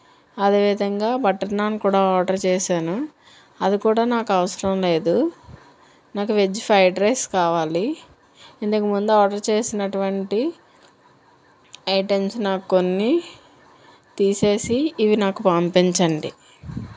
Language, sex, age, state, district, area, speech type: Telugu, female, 18-30, Telangana, Mancherial, rural, spontaneous